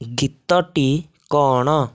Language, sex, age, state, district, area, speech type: Odia, male, 18-30, Odisha, Nayagarh, rural, read